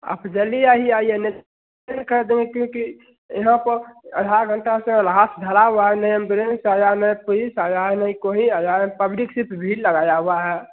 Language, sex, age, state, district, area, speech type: Hindi, male, 18-30, Bihar, Begusarai, rural, conversation